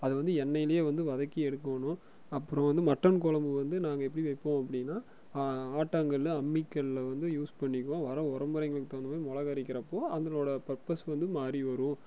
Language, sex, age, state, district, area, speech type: Tamil, male, 18-30, Tamil Nadu, Erode, rural, spontaneous